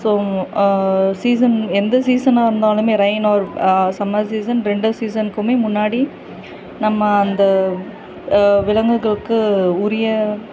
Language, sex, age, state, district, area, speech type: Tamil, female, 30-45, Tamil Nadu, Kanchipuram, urban, spontaneous